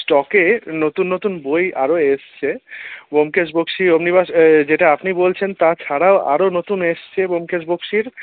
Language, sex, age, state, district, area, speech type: Bengali, male, 30-45, West Bengal, Paschim Bardhaman, urban, conversation